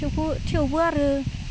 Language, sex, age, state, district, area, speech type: Bodo, female, 45-60, Assam, Udalguri, rural, spontaneous